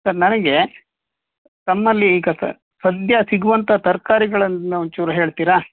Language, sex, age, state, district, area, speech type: Kannada, male, 30-45, Karnataka, Shimoga, rural, conversation